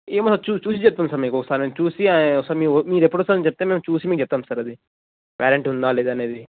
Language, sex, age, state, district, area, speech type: Telugu, male, 18-30, Telangana, Ranga Reddy, urban, conversation